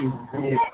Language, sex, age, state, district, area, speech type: Urdu, male, 18-30, Bihar, Purnia, rural, conversation